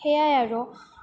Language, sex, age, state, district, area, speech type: Assamese, female, 18-30, Assam, Goalpara, urban, spontaneous